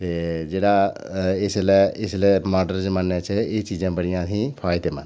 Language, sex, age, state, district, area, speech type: Dogri, male, 45-60, Jammu and Kashmir, Udhampur, urban, spontaneous